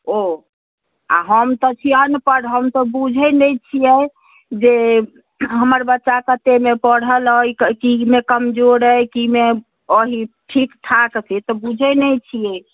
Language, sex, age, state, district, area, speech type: Maithili, female, 60+, Bihar, Madhubani, rural, conversation